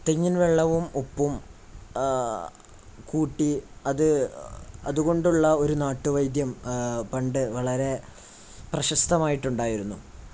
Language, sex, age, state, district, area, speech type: Malayalam, male, 18-30, Kerala, Kozhikode, rural, spontaneous